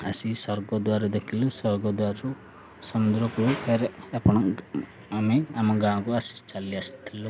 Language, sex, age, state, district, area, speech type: Odia, male, 30-45, Odisha, Ganjam, urban, spontaneous